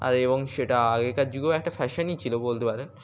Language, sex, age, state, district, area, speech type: Bengali, male, 18-30, West Bengal, Birbhum, urban, spontaneous